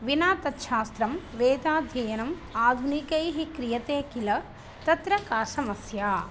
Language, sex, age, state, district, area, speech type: Sanskrit, female, 30-45, Telangana, Hyderabad, urban, spontaneous